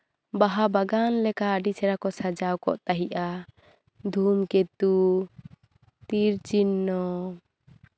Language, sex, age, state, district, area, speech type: Santali, female, 18-30, West Bengal, Bankura, rural, spontaneous